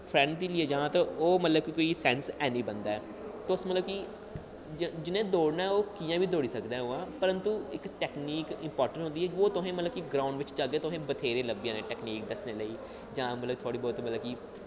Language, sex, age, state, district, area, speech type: Dogri, male, 18-30, Jammu and Kashmir, Jammu, urban, spontaneous